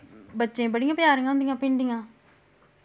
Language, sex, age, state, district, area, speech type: Dogri, female, 30-45, Jammu and Kashmir, Samba, rural, spontaneous